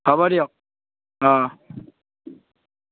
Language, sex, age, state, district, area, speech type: Assamese, male, 18-30, Assam, Morigaon, rural, conversation